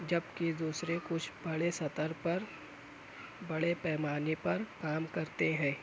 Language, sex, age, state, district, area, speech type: Urdu, male, 18-30, Maharashtra, Nashik, urban, spontaneous